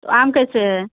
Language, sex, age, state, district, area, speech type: Hindi, female, 30-45, Uttar Pradesh, Ghazipur, urban, conversation